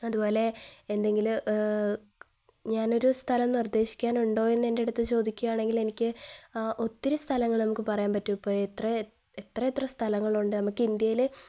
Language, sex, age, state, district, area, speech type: Malayalam, female, 18-30, Kerala, Kozhikode, rural, spontaneous